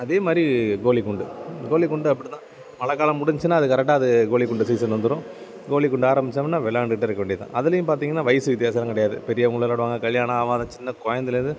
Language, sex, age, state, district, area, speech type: Tamil, male, 30-45, Tamil Nadu, Thanjavur, rural, spontaneous